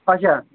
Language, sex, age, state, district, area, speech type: Kashmiri, male, 30-45, Jammu and Kashmir, Budgam, rural, conversation